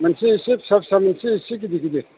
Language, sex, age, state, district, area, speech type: Bodo, male, 45-60, Assam, Chirang, urban, conversation